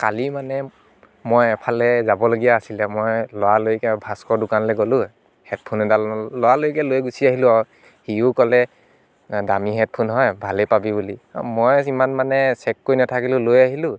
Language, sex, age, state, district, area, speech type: Assamese, male, 18-30, Assam, Dibrugarh, rural, spontaneous